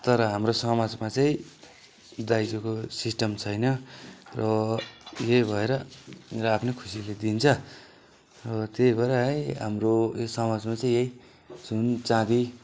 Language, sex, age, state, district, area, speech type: Nepali, male, 30-45, West Bengal, Darjeeling, rural, spontaneous